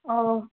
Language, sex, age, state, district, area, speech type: Bengali, female, 18-30, West Bengal, Paschim Bardhaman, rural, conversation